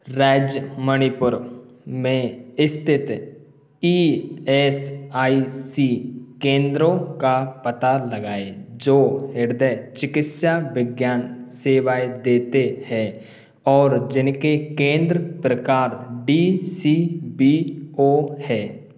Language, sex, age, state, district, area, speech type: Hindi, male, 18-30, Rajasthan, Karauli, rural, read